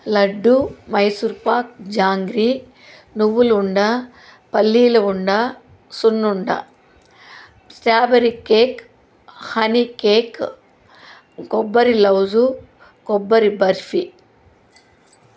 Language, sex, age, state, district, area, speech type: Telugu, female, 45-60, Andhra Pradesh, Chittoor, rural, spontaneous